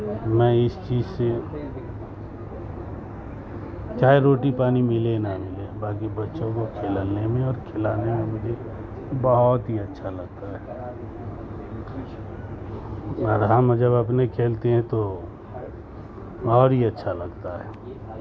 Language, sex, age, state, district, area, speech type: Urdu, male, 60+, Bihar, Supaul, rural, spontaneous